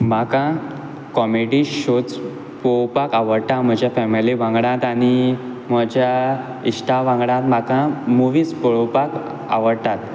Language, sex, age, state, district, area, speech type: Goan Konkani, male, 18-30, Goa, Quepem, rural, spontaneous